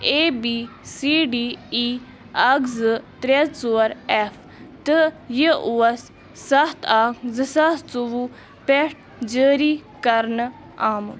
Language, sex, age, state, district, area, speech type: Kashmiri, female, 18-30, Jammu and Kashmir, Bandipora, rural, read